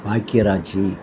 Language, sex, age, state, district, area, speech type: Tamil, male, 45-60, Tamil Nadu, Thoothukudi, urban, spontaneous